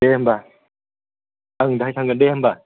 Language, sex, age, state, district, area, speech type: Bodo, male, 18-30, Assam, Chirang, rural, conversation